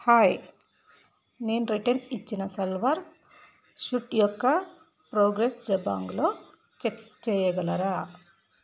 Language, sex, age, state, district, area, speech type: Telugu, female, 45-60, Telangana, Peddapalli, urban, read